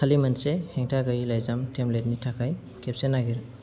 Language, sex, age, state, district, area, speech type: Bodo, male, 18-30, Assam, Kokrajhar, rural, read